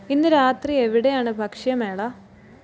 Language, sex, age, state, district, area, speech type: Malayalam, female, 18-30, Kerala, Pathanamthitta, rural, read